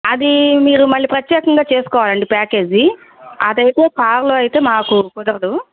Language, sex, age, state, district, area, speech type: Telugu, female, 45-60, Andhra Pradesh, Guntur, urban, conversation